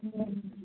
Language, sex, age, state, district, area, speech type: Nepali, female, 18-30, West Bengal, Jalpaiguri, rural, conversation